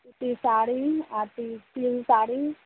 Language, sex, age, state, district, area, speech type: Maithili, female, 30-45, Bihar, Araria, rural, conversation